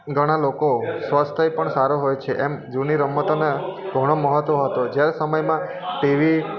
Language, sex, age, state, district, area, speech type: Gujarati, male, 30-45, Gujarat, Surat, urban, spontaneous